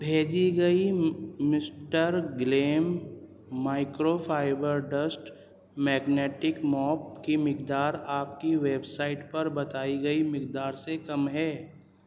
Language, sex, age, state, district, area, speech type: Urdu, female, 30-45, Delhi, Central Delhi, urban, read